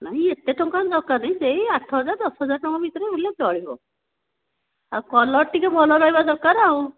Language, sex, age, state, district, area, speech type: Odia, female, 45-60, Odisha, Nayagarh, rural, conversation